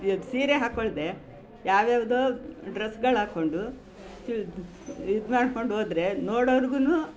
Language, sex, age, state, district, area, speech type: Kannada, female, 60+, Karnataka, Mysore, rural, spontaneous